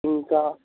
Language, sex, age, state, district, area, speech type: Telugu, male, 60+, Andhra Pradesh, N T Rama Rao, urban, conversation